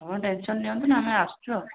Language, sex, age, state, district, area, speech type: Odia, male, 18-30, Odisha, Bhadrak, rural, conversation